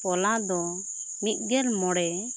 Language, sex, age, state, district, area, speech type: Santali, female, 30-45, West Bengal, Bankura, rural, spontaneous